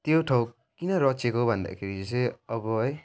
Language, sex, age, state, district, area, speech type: Nepali, male, 18-30, West Bengal, Jalpaiguri, rural, spontaneous